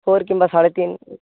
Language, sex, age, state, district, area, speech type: Bengali, male, 18-30, West Bengal, Paschim Medinipur, rural, conversation